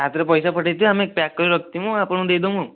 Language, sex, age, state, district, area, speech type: Odia, male, 18-30, Odisha, Kendujhar, urban, conversation